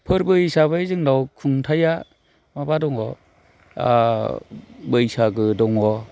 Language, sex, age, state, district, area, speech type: Bodo, male, 45-60, Assam, Chirang, urban, spontaneous